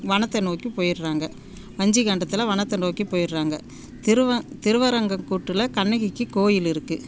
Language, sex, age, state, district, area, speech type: Tamil, female, 60+, Tamil Nadu, Tiruvannamalai, rural, spontaneous